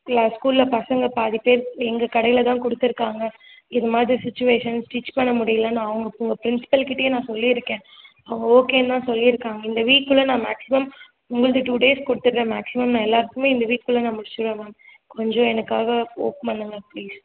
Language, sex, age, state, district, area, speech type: Tamil, female, 18-30, Tamil Nadu, Tiruvallur, urban, conversation